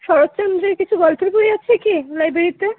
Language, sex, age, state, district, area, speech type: Bengali, female, 18-30, West Bengal, Dakshin Dinajpur, urban, conversation